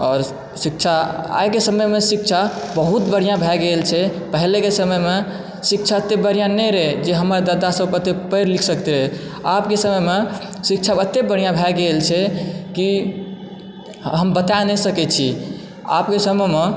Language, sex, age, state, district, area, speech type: Maithili, male, 18-30, Bihar, Supaul, rural, spontaneous